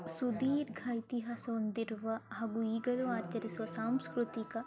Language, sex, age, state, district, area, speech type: Kannada, female, 45-60, Karnataka, Chikkaballapur, rural, spontaneous